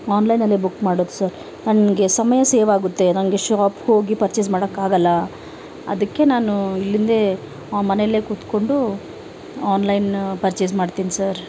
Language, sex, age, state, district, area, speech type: Kannada, female, 30-45, Karnataka, Bidar, urban, spontaneous